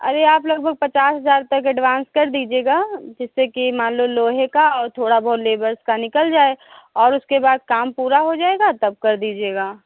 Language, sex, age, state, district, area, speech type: Hindi, female, 30-45, Uttar Pradesh, Lucknow, rural, conversation